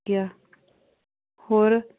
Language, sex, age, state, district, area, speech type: Punjabi, female, 30-45, Punjab, Tarn Taran, urban, conversation